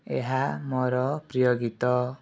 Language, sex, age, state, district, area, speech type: Odia, male, 18-30, Odisha, Balasore, rural, read